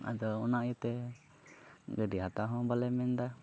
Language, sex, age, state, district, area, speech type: Santali, male, 18-30, Jharkhand, Pakur, rural, spontaneous